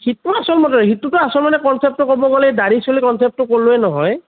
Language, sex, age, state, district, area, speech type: Assamese, male, 30-45, Assam, Kamrup Metropolitan, urban, conversation